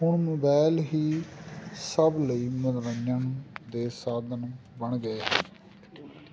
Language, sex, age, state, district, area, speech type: Punjabi, male, 45-60, Punjab, Amritsar, rural, spontaneous